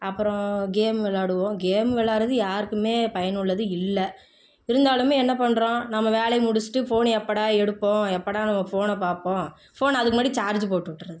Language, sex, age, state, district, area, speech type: Tamil, female, 18-30, Tamil Nadu, Namakkal, rural, spontaneous